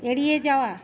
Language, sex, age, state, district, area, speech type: Bengali, female, 30-45, West Bengal, Paschim Bardhaman, urban, read